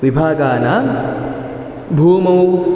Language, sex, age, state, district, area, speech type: Sanskrit, male, 18-30, Karnataka, Dakshina Kannada, rural, spontaneous